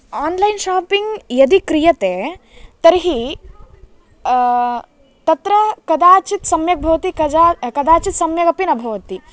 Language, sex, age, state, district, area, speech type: Sanskrit, female, 18-30, Karnataka, Uttara Kannada, rural, spontaneous